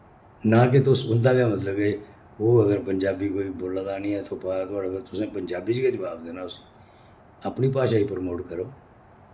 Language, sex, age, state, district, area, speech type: Dogri, male, 60+, Jammu and Kashmir, Reasi, urban, spontaneous